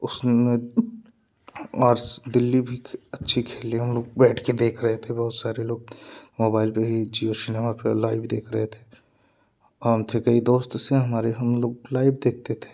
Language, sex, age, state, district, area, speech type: Hindi, male, 18-30, Uttar Pradesh, Jaunpur, urban, spontaneous